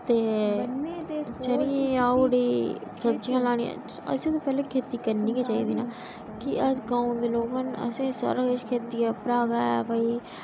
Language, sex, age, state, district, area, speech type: Dogri, female, 30-45, Jammu and Kashmir, Udhampur, rural, spontaneous